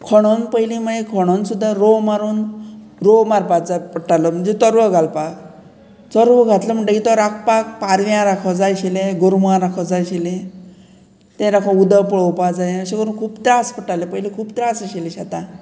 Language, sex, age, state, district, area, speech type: Goan Konkani, female, 60+, Goa, Murmgao, rural, spontaneous